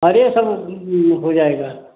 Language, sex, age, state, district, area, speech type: Hindi, male, 60+, Uttar Pradesh, Sitapur, rural, conversation